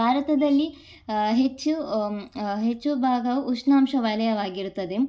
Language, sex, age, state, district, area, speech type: Kannada, female, 18-30, Karnataka, Udupi, urban, spontaneous